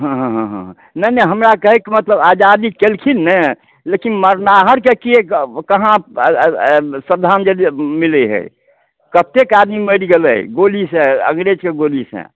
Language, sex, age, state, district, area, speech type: Maithili, male, 60+, Bihar, Samastipur, urban, conversation